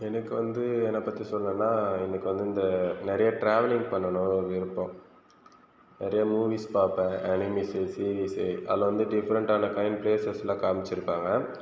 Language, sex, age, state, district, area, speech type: Tamil, male, 30-45, Tamil Nadu, Viluppuram, rural, spontaneous